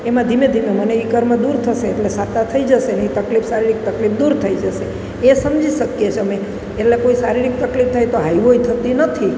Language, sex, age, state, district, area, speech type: Gujarati, female, 45-60, Gujarat, Junagadh, rural, spontaneous